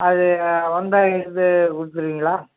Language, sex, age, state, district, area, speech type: Tamil, male, 45-60, Tamil Nadu, Namakkal, rural, conversation